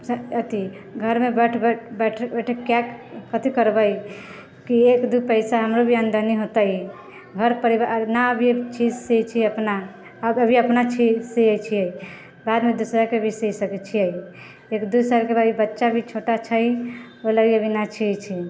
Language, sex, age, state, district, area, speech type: Maithili, female, 18-30, Bihar, Sitamarhi, rural, spontaneous